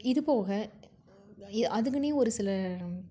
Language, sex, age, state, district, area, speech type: Tamil, female, 30-45, Tamil Nadu, Tiruppur, rural, spontaneous